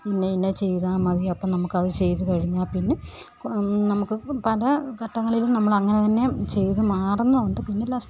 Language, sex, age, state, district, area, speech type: Malayalam, female, 30-45, Kerala, Pathanamthitta, rural, spontaneous